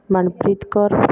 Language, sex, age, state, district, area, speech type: Punjabi, female, 30-45, Punjab, Bathinda, rural, spontaneous